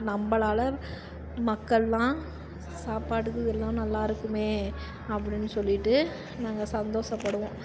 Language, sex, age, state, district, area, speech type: Tamil, female, 45-60, Tamil Nadu, Perambalur, rural, spontaneous